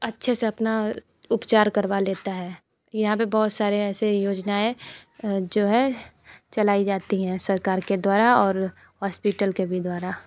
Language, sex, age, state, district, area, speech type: Hindi, female, 45-60, Uttar Pradesh, Sonbhadra, rural, spontaneous